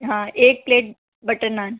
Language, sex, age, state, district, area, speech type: Hindi, female, 18-30, Rajasthan, Jaipur, urban, conversation